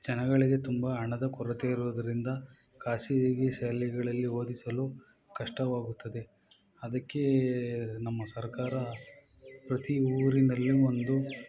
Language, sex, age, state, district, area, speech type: Kannada, male, 45-60, Karnataka, Bangalore Urban, rural, spontaneous